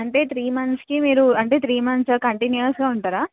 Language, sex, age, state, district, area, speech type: Telugu, female, 18-30, Telangana, Nizamabad, urban, conversation